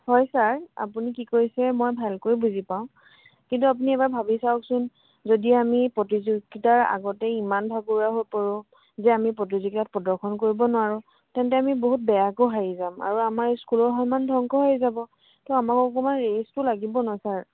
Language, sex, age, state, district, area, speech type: Assamese, female, 18-30, Assam, Jorhat, urban, conversation